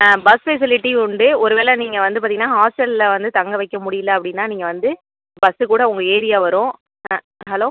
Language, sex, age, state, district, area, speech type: Tamil, female, 30-45, Tamil Nadu, Cuddalore, rural, conversation